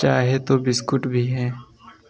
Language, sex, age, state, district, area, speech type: Hindi, male, 18-30, Uttar Pradesh, Pratapgarh, rural, read